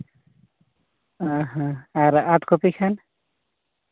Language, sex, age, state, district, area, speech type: Santali, male, 30-45, Jharkhand, Seraikela Kharsawan, rural, conversation